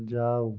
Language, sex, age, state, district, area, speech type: Bengali, male, 45-60, West Bengal, Nadia, rural, read